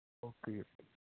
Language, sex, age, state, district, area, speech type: Punjabi, male, 18-30, Punjab, Hoshiarpur, rural, conversation